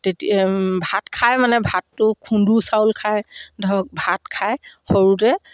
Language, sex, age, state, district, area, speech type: Assamese, female, 60+, Assam, Dibrugarh, rural, spontaneous